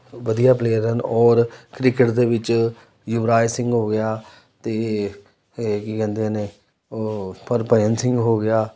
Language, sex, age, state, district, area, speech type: Punjabi, male, 30-45, Punjab, Amritsar, urban, spontaneous